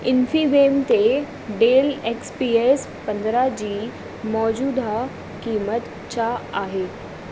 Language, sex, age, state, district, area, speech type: Sindhi, female, 18-30, Delhi, South Delhi, urban, read